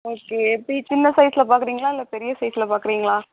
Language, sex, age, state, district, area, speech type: Tamil, female, 18-30, Tamil Nadu, Ariyalur, rural, conversation